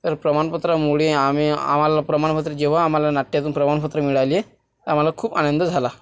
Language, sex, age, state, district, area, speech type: Marathi, male, 18-30, Maharashtra, Washim, urban, spontaneous